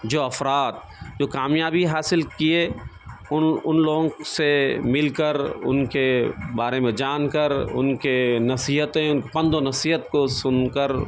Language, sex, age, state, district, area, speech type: Urdu, male, 45-60, Telangana, Hyderabad, urban, spontaneous